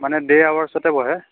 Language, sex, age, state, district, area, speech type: Assamese, male, 18-30, Assam, Nagaon, rural, conversation